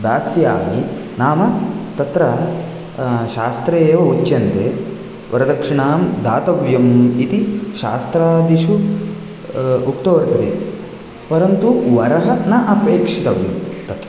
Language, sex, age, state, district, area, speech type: Sanskrit, male, 18-30, Karnataka, Raichur, urban, spontaneous